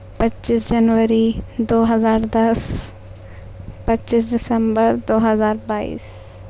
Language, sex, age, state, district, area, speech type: Urdu, male, 18-30, Delhi, Central Delhi, urban, spontaneous